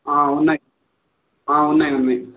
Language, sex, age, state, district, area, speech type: Telugu, male, 18-30, Telangana, Nizamabad, urban, conversation